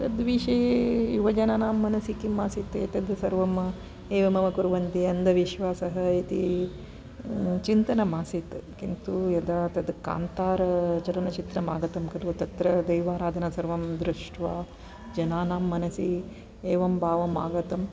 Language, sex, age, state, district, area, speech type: Sanskrit, female, 45-60, Karnataka, Dakshina Kannada, urban, spontaneous